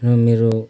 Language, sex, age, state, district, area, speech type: Nepali, male, 45-60, West Bengal, Kalimpong, rural, spontaneous